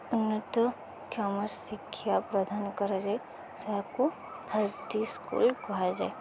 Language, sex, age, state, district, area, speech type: Odia, female, 18-30, Odisha, Subarnapur, urban, spontaneous